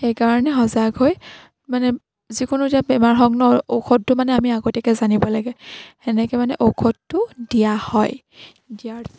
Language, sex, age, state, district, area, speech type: Assamese, female, 18-30, Assam, Sivasagar, rural, spontaneous